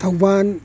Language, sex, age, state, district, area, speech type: Manipuri, male, 60+, Manipur, Kakching, rural, spontaneous